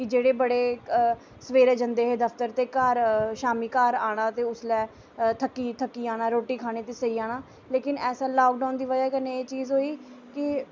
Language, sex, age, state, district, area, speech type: Dogri, female, 18-30, Jammu and Kashmir, Samba, rural, spontaneous